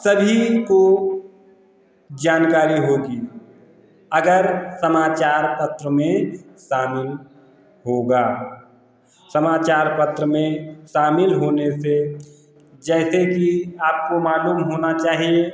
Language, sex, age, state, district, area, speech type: Hindi, male, 45-60, Uttar Pradesh, Lucknow, rural, spontaneous